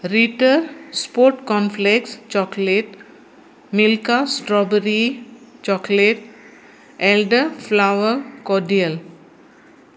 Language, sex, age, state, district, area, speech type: Goan Konkani, female, 60+, Goa, Sanguem, rural, spontaneous